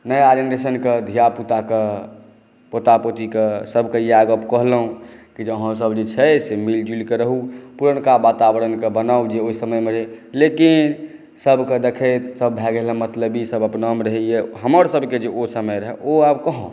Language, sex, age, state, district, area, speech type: Maithili, male, 30-45, Bihar, Saharsa, urban, spontaneous